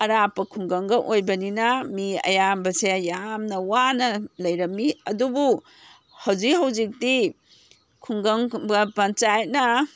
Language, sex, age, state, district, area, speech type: Manipuri, female, 60+, Manipur, Imphal East, rural, spontaneous